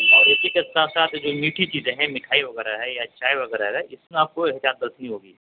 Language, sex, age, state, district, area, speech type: Urdu, male, 18-30, Bihar, Purnia, rural, conversation